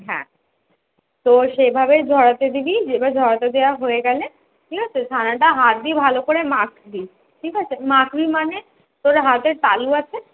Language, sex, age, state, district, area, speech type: Bengali, female, 18-30, West Bengal, Kolkata, urban, conversation